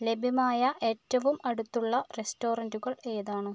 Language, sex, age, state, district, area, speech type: Malayalam, female, 30-45, Kerala, Kozhikode, urban, read